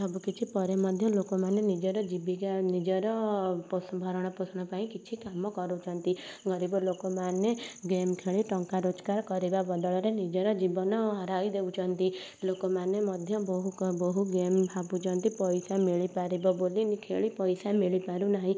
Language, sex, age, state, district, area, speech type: Odia, female, 18-30, Odisha, Kendujhar, urban, spontaneous